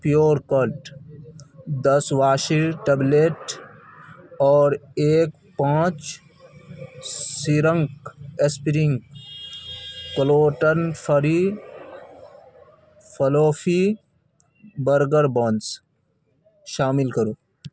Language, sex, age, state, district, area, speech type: Urdu, male, 18-30, Bihar, Khagaria, rural, read